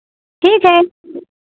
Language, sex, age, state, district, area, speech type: Hindi, female, 60+, Uttar Pradesh, Pratapgarh, rural, conversation